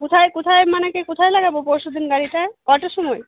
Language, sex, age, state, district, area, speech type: Bengali, female, 45-60, West Bengal, Birbhum, urban, conversation